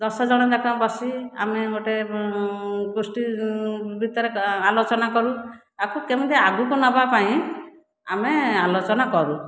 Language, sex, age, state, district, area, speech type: Odia, female, 45-60, Odisha, Khordha, rural, spontaneous